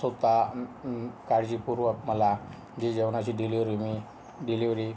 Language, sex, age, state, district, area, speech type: Marathi, male, 18-30, Maharashtra, Yavatmal, rural, spontaneous